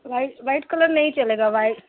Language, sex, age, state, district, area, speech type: Hindi, female, 18-30, Uttar Pradesh, Prayagraj, urban, conversation